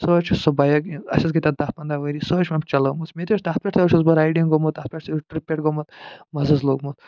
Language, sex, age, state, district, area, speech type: Kashmiri, male, 45-60, Jammu and Kashmir, Budgam, urban, spontaneous